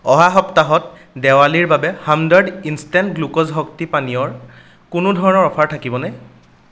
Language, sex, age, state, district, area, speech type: Assamese, male, 18-30, Assam, Sonitpur, rural, read